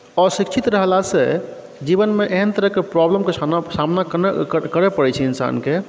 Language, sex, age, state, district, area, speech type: Maithili, male, 30-45, Bihar, Supaul, rural, spontaneous